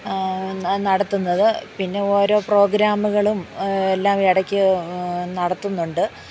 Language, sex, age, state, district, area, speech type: Malayalam, female, 45-60, Kerala, Thiruvananthapuram, urban, spontaneous